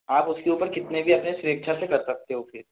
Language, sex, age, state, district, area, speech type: Hindi, male, 60+, Madhya Pradesh, Balaghat, rural, conversation